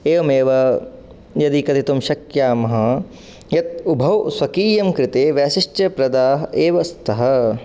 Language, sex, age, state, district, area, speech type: Sanskrit, male, 18-30, Rajasthan, Jodhpur, urban, spontaneous